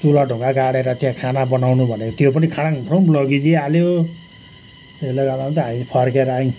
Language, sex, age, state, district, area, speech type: Nepali, male, 60+, West Bengal, Kalimpong, rural, spontaneous